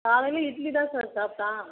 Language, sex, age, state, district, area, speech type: Tamil, female, 45-60, Tamil Nadu, Tiruchirappalli, rural, conversation